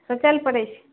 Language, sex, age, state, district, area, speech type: Maithili, female, 60+, Bihar, Purnia, rural, conversation